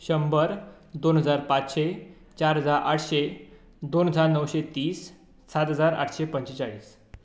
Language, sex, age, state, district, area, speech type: Goan Konkani, male, 18-30, Goa, Tiswadi, rural, spontaneous